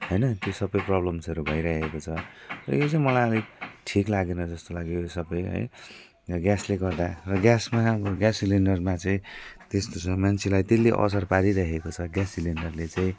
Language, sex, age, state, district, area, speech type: Nepali, male, 45-60, West Bengal, Jalpaiguri, urban, spontaneous